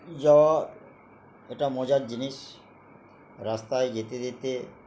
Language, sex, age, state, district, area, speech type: Bengali, male, 60+, West Bengal, Uttar Dinajpur, urban, spontaneous